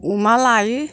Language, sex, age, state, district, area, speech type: Bodo, female, 60+, Assam, Kokrajhar, rural, spontaneous